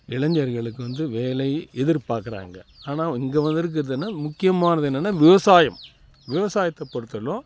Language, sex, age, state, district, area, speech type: Tamil, male, 60+, Tamil Nadu, Tiruvannamalai, rural, spontaneous